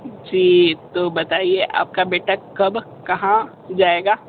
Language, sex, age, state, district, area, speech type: Hindi, male, 18-30, Uttar Pradesh, Sonbhadra, rural, conversation